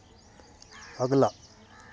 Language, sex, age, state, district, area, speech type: Hindi, male, 30-45, Madhya Pradesh, Hoshangabad, rural, read